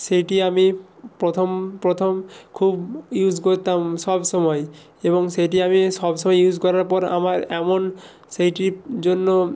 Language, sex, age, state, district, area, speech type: Bengali, male, 18-30, West Bengal, Purba Medinipur, rural, spontaneous